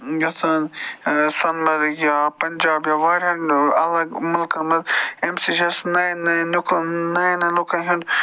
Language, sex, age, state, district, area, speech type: Kashmiri, male, 45-60, Jammu and Kashmir, Budgam, urban, spontaneous